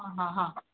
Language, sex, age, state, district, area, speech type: Odia, female, 45-60, Odisha, Sundergarh, rural, conversation